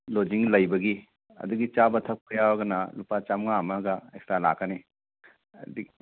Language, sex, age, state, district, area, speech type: Manipuri, male, 30-45, Manipur, Churachandpur, rural, conversation